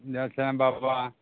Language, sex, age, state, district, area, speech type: Maithili, male, 45-60, Bihar, Begusarai, rural, conversation